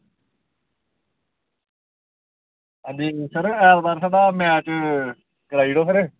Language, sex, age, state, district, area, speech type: Dogri, male, 30-45, Jammu and Kashmir, Samba, urban, conversation